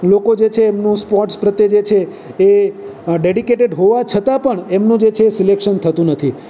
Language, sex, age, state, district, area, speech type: Gujarati, male, 30-45, Gujarat, Surat, urban, spontaneous